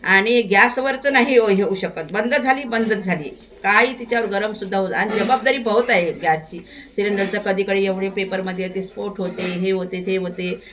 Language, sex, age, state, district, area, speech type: Marathi, female, 60+, Maharashtra, Thane, rural, spontaneous